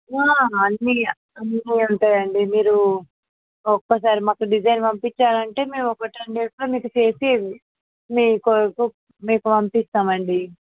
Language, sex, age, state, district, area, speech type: Telugu, female, 18-30, Andhra Pradesh, Visakhapatnam, urban, conversation